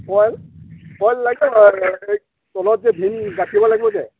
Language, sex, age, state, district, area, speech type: Assamese, male, 60+, Assam, Golaghat, rural, conversation